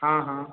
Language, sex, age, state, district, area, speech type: Hindi, male, 18-30, Madhya Pradesh, Balaghat, rural, conversation